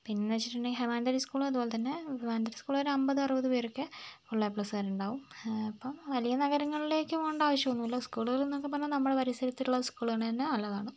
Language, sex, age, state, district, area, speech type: Malayalam, female, 18-30, Kerala, Wayanad, rural, spontaneous